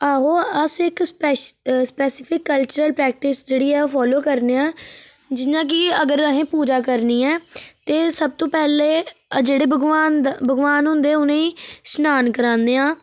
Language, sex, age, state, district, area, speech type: Dogri, female, 30-45, Jammu and Kashmir, Reasi, rural, spontaneous